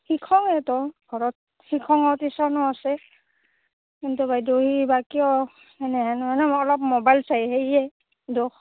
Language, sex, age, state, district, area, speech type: Assamese, female, 30-45, Assam, Barpeta, rural, conversation